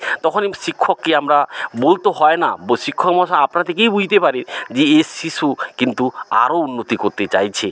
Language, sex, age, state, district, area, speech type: Bengali, male, 45-60, West Bengal, Paschim Medinipur, rural, spontaneous